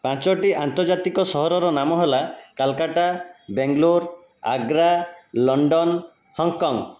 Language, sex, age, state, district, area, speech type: Odia, male, 45-60, Odisha, Jajpur, rural, spontaneous